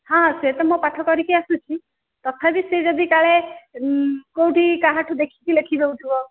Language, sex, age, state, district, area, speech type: Odia, female, 45-60, Odisha, Dhenkanal, rural, conversation